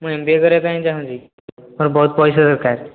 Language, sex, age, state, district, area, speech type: Odia, male, 18-30, Odisha, Dhenkanal, rural, conversation